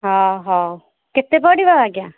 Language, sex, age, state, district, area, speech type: Odia, female, 30-45, Odisha, Nayagarh, rural, conversation